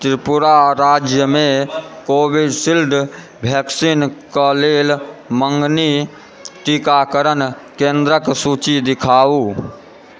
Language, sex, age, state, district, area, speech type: Maithili, male, 18-30, Bihar, Supaul, rural, read